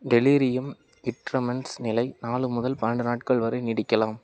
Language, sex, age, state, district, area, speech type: Tamil, male, 18-30, Tamil Nadu, Madurai, rural, read